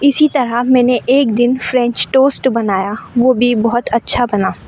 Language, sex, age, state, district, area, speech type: Urdu, female, 30-45, Uttar Pradesh, Aligarh, urban, spontaneous